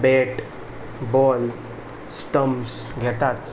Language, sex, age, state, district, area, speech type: Goan Konkani, male, 18-30, Goa, Ponda, rural, spontaneous